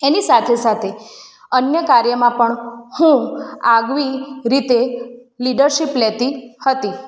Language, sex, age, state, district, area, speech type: Gujarati, female, 30-45, Gujarat, Ahmedabad, urban, spontaneous